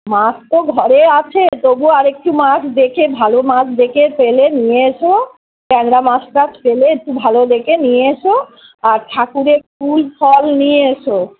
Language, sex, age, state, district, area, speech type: Bengali, female, 60+, West Bengal, Kolkata, urban, conversation